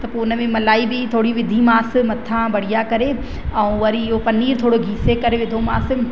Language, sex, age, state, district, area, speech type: Sindhi, female, 30-45, Madhya Pradesh, Katni, rural, spontaneous